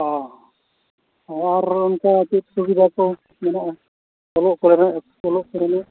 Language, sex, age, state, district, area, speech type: Santali, male, 45-60, Odisha, Mayurbhanj, rural, conversation